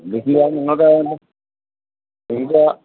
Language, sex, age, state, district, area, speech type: Malayalam, male, 45-60, Kerala, Kottayam, rural, conversation